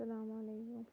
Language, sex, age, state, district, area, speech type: Kashmiri, female, 30-45, Jammu and Kashmir, Shopian, urban, spontaneous